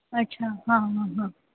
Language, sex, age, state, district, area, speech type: Marathi, female, 30-45, Maharashtra, Ahmednagar, urban, conversation